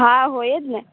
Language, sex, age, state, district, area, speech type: Gujarati, female, 30-45, Gujarat, Morbi, rural, conversation